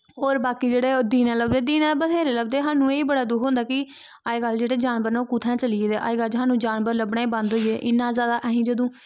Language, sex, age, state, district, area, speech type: Dogri, female, 18-30, Jammu and Kashmir, Kathua, rural, spontaneous